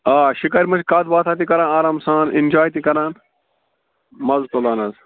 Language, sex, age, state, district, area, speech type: Kashmiri, male, 30-45, Jammu and Kashmir, Bandipora, rural, conversation